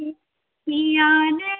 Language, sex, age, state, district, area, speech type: Maithili, female, 18-30, Bihar, Purnia, rural, conversation